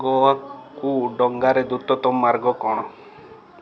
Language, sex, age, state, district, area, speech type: Odia, male, 45-60, Odisha, Balasore, rural, read